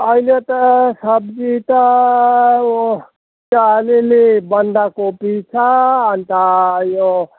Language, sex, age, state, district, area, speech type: Nepali, male, 45-60, West Bengal, Darjeeling, rural, conversation